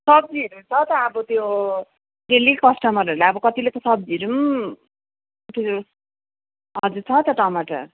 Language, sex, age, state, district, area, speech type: Nepali, female, 45-60, West Bengal, Kalimpong, rural, conversation